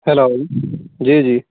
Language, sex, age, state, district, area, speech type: Urdu, male, 18-30, Bihar, Saharsa, urban, conversation